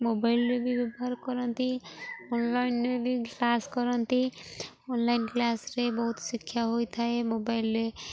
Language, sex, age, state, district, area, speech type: Odia, female, 18-30, Odisha, Jagatsinghpur, rural, spontaneous